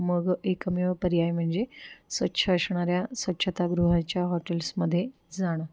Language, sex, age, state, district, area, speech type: Marathi, female, 30-45, Maharashtra, Pune, urban, spontaneous